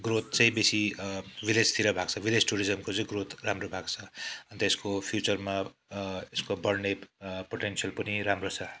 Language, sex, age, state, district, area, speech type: Nepali, male, 45-60, West Bengal, Kalimpong, rural, spontaneous